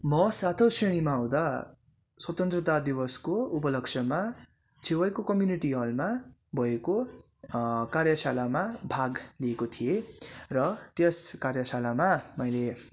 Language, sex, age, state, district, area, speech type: Nepali, male, 18-30, West Bengal, Darjeeling, rural, spontaneous